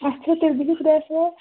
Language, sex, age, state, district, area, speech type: Kashmiri, female, 30-45, Jammu and Kashmir, Kulgam, rural, conversation